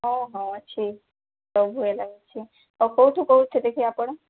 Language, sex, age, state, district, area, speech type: Odia, female, 18-30, Odisha, Sundergarh, urban, conversation